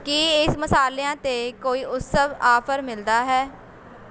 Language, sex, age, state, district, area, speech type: Punjabi, female, 18-30, Punjab, Shaheed Bhagat Singh Nagar, rural, read